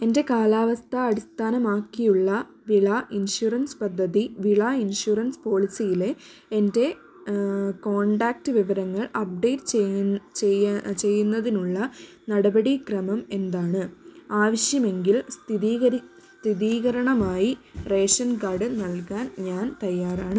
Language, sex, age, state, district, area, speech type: Malayalam, female, 45-60, Kerala, Wayanad, rural, read